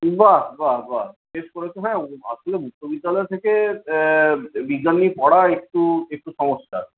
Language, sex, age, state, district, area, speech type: Bengali, male, 45-60, West Bengal, Purulia, urban, conversation